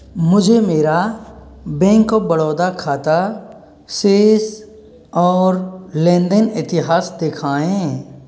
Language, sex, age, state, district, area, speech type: Hindi, male, 45-60, Rajasthan, Karauli, rural, read